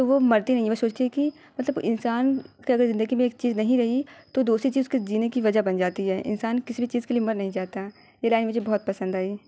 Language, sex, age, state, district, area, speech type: Urdu, female, 45-60, Uttar Pradesh, Aligarh, rural, spontaneous